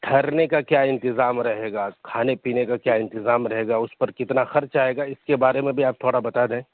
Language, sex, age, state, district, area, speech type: Urdu, male, 18-30, Bihar, Purnia, rural, conversation